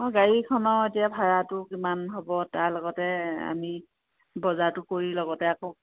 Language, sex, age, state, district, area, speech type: Assamese, female, 30-45, Assam, Lakhimpur, rural, conversation